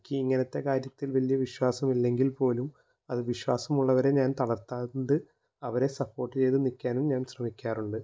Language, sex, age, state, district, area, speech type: Malayalam, male, 18-30, Kerala, Thrissur, urban, spontaneous